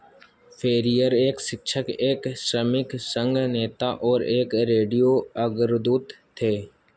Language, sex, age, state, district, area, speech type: Hindi, male, 18-30, Madhya Pradesh, Harda, urban, read